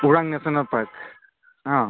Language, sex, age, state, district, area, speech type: Assamese, male, 18-30, Assam, Nagaon, rural, conversation